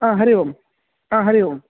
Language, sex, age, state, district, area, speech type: Sanskrit, male, 18-30, Karnataka, Dakshina Kannada, rural, conversation